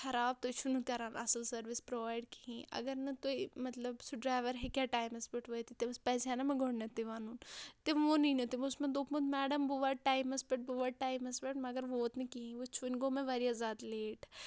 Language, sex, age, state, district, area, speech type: Kashmiri, female, 18-30, Jammu and Kashmir, Shopian, rural, spontaneous